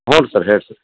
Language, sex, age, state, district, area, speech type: Kannada, male, 45-60, Karnataka, Dharwad, urban, conversation